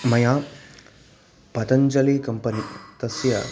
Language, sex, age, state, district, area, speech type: Sanskrit, male, 18-30, Karnataka, Uttara Kannada, rural, spontaneous